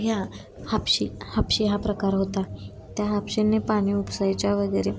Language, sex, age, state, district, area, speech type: Marathi, female, 18-30, Maharashtra, Satara, rural, spontaneous